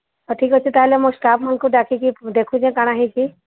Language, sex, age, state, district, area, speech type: Odia, female, 45-60, Odisha, Sambalpur, rural, conversation